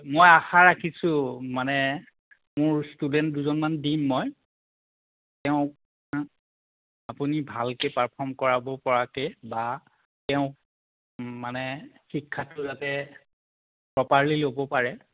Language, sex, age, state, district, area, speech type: Assamese, male, 45-60, Assam, Biswanath, rural, conversation